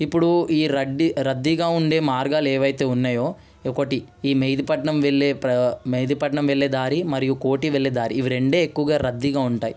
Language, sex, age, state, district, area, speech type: Telugu, male, 18-30, Telangana, Ranga Reddy, urban, spontaneous